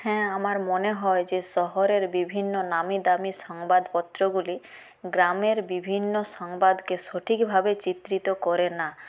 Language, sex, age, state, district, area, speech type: Bengali, female, 30-45, West Bengal, Purulia, rural, spontaneous